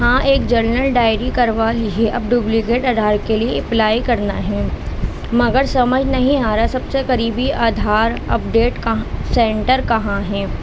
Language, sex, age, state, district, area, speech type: Urdu, female, 30-45, Uttar Pradesh, Balrampur, rural, spontaneous